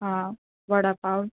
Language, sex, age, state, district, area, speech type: Marathi, female, 18-30, Maharashtra, Solapur, urban, conversation